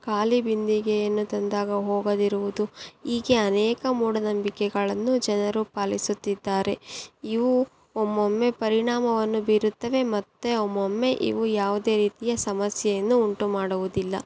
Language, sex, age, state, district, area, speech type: Kannada, female, 18-30, Karnataka, Tumkur, urban, spontaneous